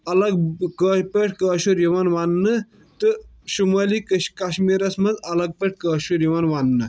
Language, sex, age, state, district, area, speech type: Kashmiri, male, 18-30, Jammu and Kashmir, Kulgam, rural, spontaneous